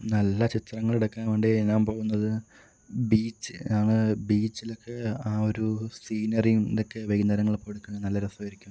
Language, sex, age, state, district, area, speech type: Malayalam, male, 30-45, Kerala, Palakkad, rural, spontaneous